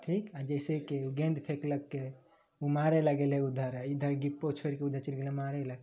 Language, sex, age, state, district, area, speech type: Maithili, male, 18-30, Bihar, Samastipur, urban, spontaneous